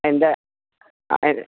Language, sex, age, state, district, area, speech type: Malayalam, male, 18-30, Kerala, Pathanamthitta, rural, conversation